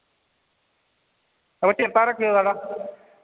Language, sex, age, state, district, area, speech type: Dogri, male, 30-45, Jammu and Kashmir, Reasi, rural, conversation